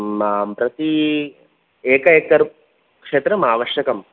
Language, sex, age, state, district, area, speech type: Sanskrit, male, 18-30, Karnataka, Dakshina Kannada, rural, conversation